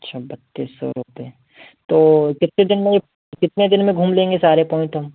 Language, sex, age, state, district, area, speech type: Hindi, male, 18-30, Madhya Pradesh, Seoni, urban, conversation